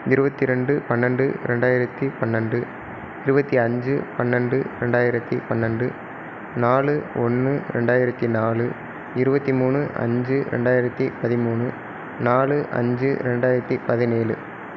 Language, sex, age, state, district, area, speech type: Tamil, male, 30-45, Tamil Nadu, Sivaganga, rural, spontaneous